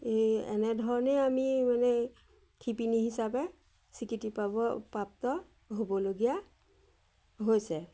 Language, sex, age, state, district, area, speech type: Assamese, female, 45-60, Assam, Majuli, urban, spontaneous